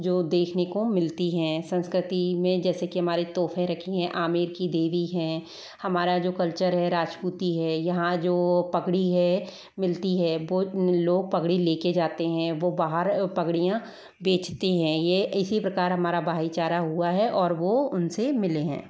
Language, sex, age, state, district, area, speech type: Hindi, female, 30-45, Rajasthan, Jaipur, urban, spontaneous